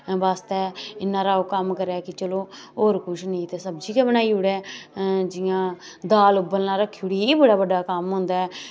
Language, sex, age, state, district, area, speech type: Dogri, female, 45-60, Jammu and Kashmir, Samba, urban, spontaneous